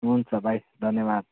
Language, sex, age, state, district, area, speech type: Nepali, male, 18-30, West Bengal, Darjeeling, rural, conversation